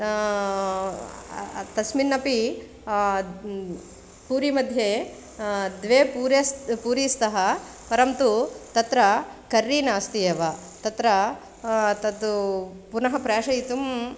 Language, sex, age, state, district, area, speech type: Sanskrit, female, 45-60, Andhra Pradesh, East Godavari, urban, spontaneous